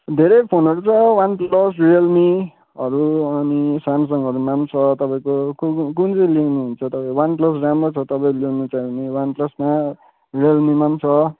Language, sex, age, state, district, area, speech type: Nepali, male, 18-30, West Bengal, Kalimpong, rural, conversation